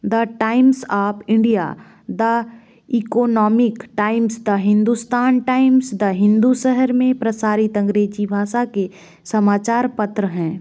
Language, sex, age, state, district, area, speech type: Hindi, female, 18-30, Madhya Pradesh, Bhopal, urban, read